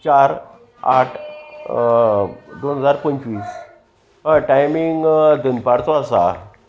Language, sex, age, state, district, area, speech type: Goan Konkani, male, 60+, Goa, Salcete, rural, spontaneous